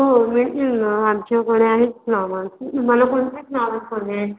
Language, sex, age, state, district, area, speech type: Marathi, female, 18-30, Maharashtra, Nagpur, urban, conversation